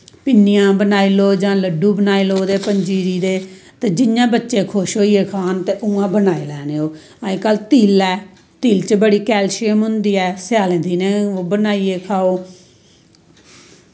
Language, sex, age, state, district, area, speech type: Dogri, female, 45-60, Jammu and Kashmir, Samba, rural, spontaneous